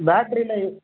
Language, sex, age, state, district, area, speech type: Tamil, male, 30-45, Tamil Nadu, Pudukkottai, rural, conversation